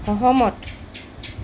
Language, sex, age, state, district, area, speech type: Assamese, female, 45-60, Assam, Tinsukia, rural, read